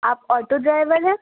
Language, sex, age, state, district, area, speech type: Urdu, female, 18-30, Delhi, Central Delhi, urban, conversation